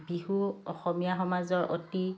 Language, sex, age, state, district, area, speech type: Assamese, female, 60+, Assam, Lakhimpur, urban, spontaneous